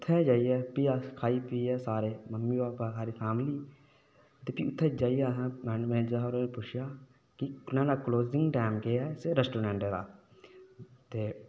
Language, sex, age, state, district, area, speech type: Dogri, male, 18-30, Jammu and Kashmir, Udhampur, rural, spontaneous